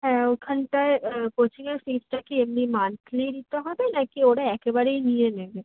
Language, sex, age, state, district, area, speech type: Bengali, female, 18-30, West Bengal, Kolkata, urban, conversation